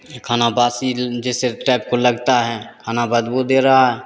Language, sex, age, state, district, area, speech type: Hindi, male, 30-45, Bihar, Begusarai, rural, spontaneous